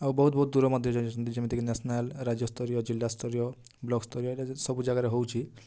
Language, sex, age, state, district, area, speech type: Odia, male, 18-30, Odisha, Kalahandi, rural, spontaneous